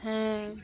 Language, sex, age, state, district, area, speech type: Bengali, female, 30-45, West Bengal, Cooch Behar, urban, spontaneous